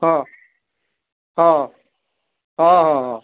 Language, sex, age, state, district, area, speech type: Odia, male, 60+, Odisha, Bargarh, urban, conversation